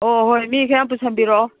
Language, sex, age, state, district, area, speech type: Manipuri, female, 60+, Manipur, Imphal East, rural, conversation